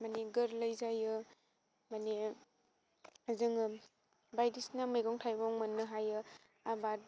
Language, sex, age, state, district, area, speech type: Bodo, female, 18-30, Assam, Kokrajhar, rural, spontaneous